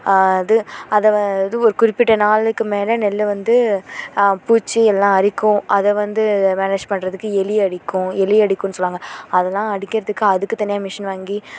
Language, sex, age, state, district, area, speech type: Tamil, female, 18-30, Tamil Nadu, Thanjavur, urban, spontaneous